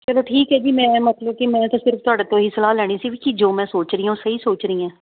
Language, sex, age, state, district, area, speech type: Punjabi, female, 45-60, Punjab, Fazilka, rural, conversation